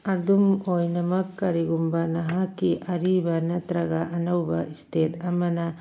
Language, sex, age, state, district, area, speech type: Manipuri, female, 45-60, Manipur, Churachandpur, urban, read